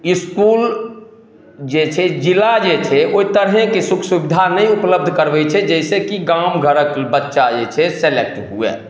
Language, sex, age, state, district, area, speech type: Maithili, male, 45-60, Bihar, Madhubani, rural, spontaneous